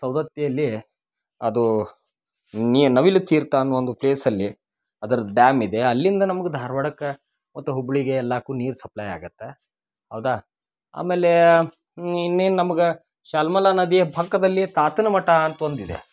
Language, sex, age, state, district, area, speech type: Kannada, male, 30-45, Karnataka, Dharwad, rural, spontaneous